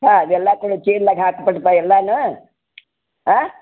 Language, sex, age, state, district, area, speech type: Kannada, female, 60+, Karnataka, Gadag, rural, conversation